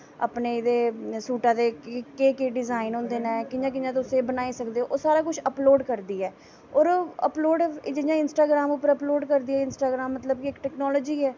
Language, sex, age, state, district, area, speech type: Dogri, female, 18-30, Jammu and Kashmir, Samba, rural, spontaneous